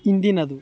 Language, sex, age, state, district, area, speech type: Kannada, male, 18-30, Karnataka, Chamarajanagar, rural, read